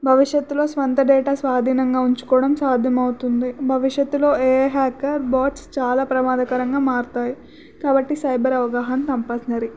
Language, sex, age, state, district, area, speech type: Telugu, female, 18-30, Telangana, Nagarkurnool, urban, spontaneous